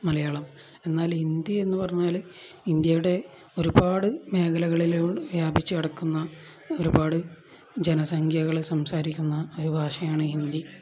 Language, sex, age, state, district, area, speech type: Malayalam, male, 18-30, Kerala, Kozhikode, rural, spontaneous